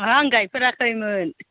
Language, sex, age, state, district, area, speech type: Bodo, female, 45-60, Assam, Baksa, rural, conversation